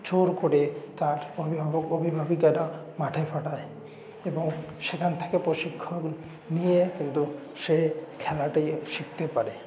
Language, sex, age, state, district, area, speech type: Bengali, male, 18-30, West Bengal, Jalpaiguri, urban, spontaneous